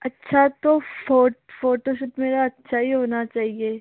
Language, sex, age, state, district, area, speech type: Hindi, male, 45-60, Rajasthan, Jaipur, urban, conversation